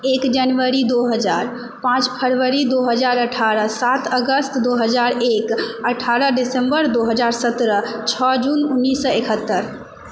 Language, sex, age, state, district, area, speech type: Maithili, female, 30-45, Bihar, Supaul, rural, spontaneous